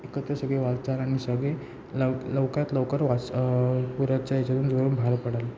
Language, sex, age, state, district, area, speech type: Marathi, male, 18-30, Maharashtra, Ratnagiri, rural, spontaneous